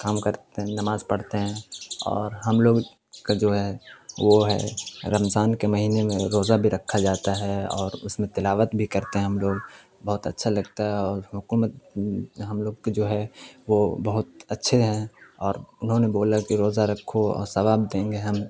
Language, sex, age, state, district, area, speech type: Urdu, male, 18-30, Bihar, Khagaria, rural, spontaneous